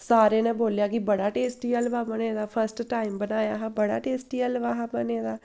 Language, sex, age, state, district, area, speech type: Dogri, female, 18-30, Jammu and Kashmir, Samba, rural, spontaneous